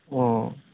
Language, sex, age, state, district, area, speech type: Bodo, male, 18-30, Assam, Udalguri, urban, conversation